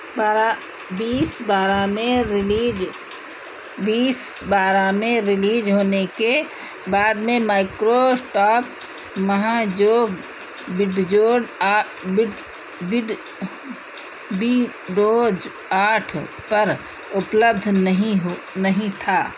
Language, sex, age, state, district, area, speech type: Hindi, female, 60+, Uttar Pradesh, Sitapur, rural, read